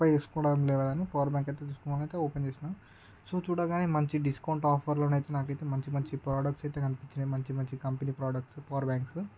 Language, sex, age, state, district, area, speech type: Telugu, male, 18-30, Andhra Pradesh, Srikakulam, urban, spontaneous